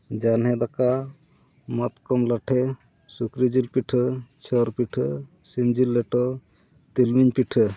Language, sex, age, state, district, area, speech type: Santali, male, 45-60, Odisha, Mayurbhanj, rural, spontaneous